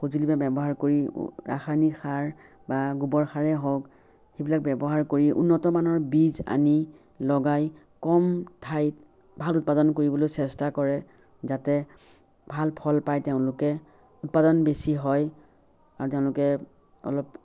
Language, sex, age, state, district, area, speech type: Assamese, female, 60+, Assam, Biswanath, rural, spontaneous